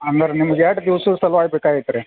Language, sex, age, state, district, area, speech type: Kannada, male, 45-60, Karnataka, Belgaum, rural, conversation